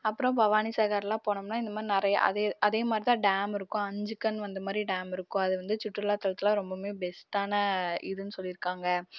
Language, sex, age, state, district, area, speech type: Tamil, female, 18-30, Tamil Nadu, Erode, rural, spontaneous